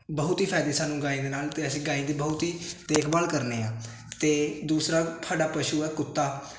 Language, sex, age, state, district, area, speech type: Punjabi, male, 18-30, Punjab, Hoshiarpur, rural, spontaneous